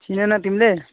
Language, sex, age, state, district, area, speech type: Nepali, male, 18-30, West Bengal, Alipurduar, rural, conversation